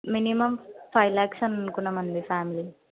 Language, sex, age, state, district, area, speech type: Telugu, female, 18-30, Telangana, Sangareddy, urban, conversation